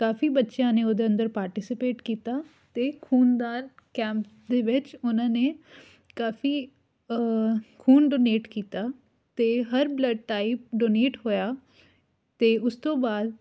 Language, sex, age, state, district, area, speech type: Punjabi, female, 18-30, Punjab, Fatehgarh Sahib, urban, spontaneous